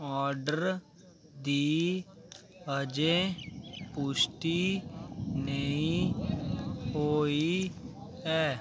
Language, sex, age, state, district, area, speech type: Dogri, male, 18-30, Jammu and Kashmir, Kathua, rural, read